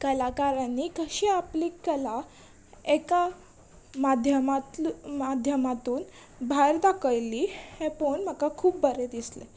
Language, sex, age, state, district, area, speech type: Goan Konkani, female, 18-30, Goa, Ponda, rural, spontaneous